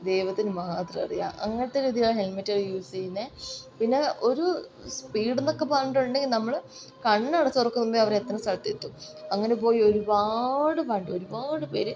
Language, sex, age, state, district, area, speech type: Malayalam, female, 18-30, Kerala, Kozhikode, rural, spontaneous